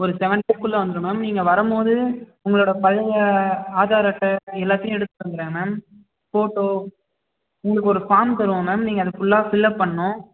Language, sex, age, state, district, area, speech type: Tamil, male, 18-30, Tamil Nadu, Tiruvannamalai, urban, conversation